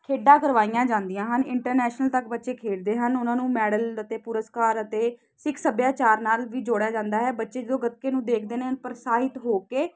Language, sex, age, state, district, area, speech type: Punjabi, female, 18-30, Punjab, Ludhiana, urban, spontaneous